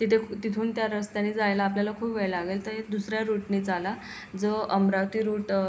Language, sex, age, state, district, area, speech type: Marathi, female, 45-60, Maharashtra, Yavatmal, urban, spontaneous